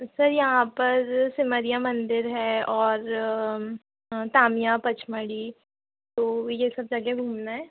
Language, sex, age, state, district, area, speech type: Hindi, female, 18-30, Madhya Pradesh, Chhindwara, urban, conversation